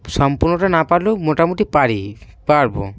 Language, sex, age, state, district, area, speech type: Bengali, male, 18-30, West Bengal, Cooch Behar, urban, spontaneous